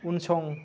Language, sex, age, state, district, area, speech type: Bodo, male, 18-30, Assam, Kokrajhar, rural, read